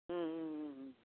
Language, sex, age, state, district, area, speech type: Kannada, male, 30-45, Karnataka, Raichur, rural, conversation